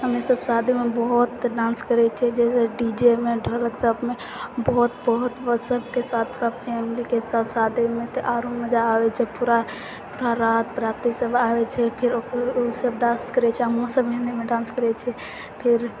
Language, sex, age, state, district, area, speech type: Maithili, female, 18-30, Bihar, Purnia, rural, spontaneous